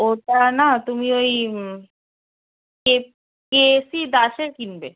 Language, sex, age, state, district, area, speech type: Bengali, female, 18-30, West Bengal, Birbhum, urban, conversation